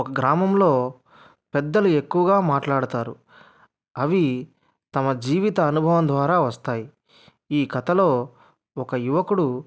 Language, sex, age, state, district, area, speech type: Telugu, male, 30-45, Andhra Pradesh, Anantapur, urban, spontaneous